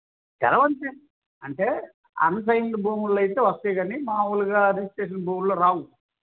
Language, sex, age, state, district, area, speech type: Telugu, male, 45-60, Andhra Pradesh, Bapatla, urban, conversation